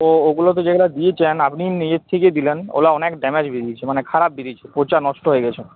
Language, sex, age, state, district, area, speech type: Bengali, male, 18-30, West Bengal, Uttar Dinajpur, rural, conversation